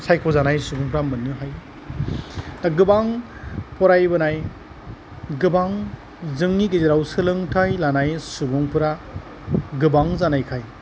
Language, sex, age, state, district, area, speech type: Bodo, male, 45-60, Assam, Kokrajhar, rural, spontaneous